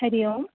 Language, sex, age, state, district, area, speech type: Sanskrit, female, 18-30, Kerala, Ernakulam, urban, conversation